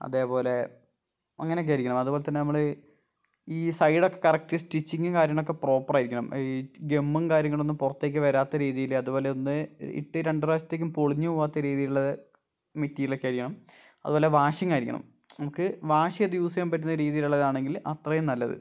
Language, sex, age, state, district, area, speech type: Malayalam, male, 18-30, Kerala, Wayanad, rural, spontaneous